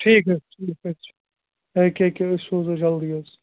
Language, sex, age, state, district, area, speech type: Kashmiri, male, 18-30, Jammu and Kashmir, Bandipora, rural, conversation